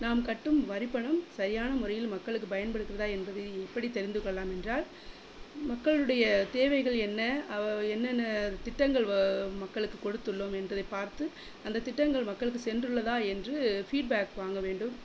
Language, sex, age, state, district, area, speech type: Tamil, female, 45-60, Tamil Nadu, Sivaganga, rural, spontaneous